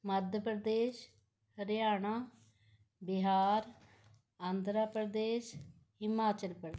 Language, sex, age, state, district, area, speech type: Punjabi, female, 45-60, Punjab, Mohali, urban, spontaneous